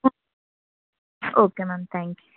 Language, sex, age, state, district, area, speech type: Telugu, female, 18-30, Telangana, Ranga Reddy, urban, conversation